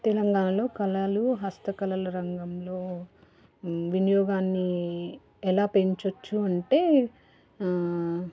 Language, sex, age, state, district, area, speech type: Telugu, female, 30-45, Telangana, Hanamkonda, urban, spontaneous